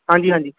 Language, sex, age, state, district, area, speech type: Punjabi, male, 45-60, Punjab, Gurdaspur, rural, conversation